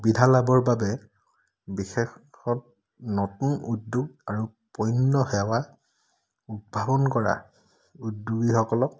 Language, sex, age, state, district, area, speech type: Assamese, male, 30-45, Assam, Charaideo, urban, spontaneous